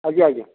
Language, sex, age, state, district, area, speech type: Odia, male, 45-60, Odisha, Kendujhar, urban, conversation